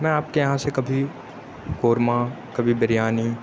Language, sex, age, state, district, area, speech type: Urdu, male, 18-30, Uttar Pradesh, Aligarh, urban, spontaneous